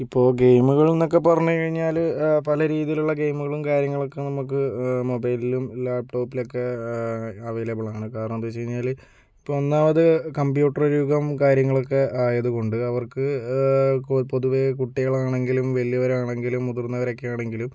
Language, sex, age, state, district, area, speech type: Malayalam, male, 18-30, Kerala, Kozhikode, urban, spontaneous